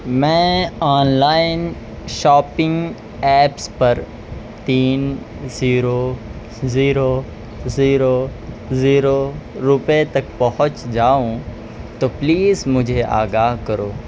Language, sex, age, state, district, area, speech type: Urdu, male, 18-30, Uttar Pradesh, Siddharthnagar, rural, read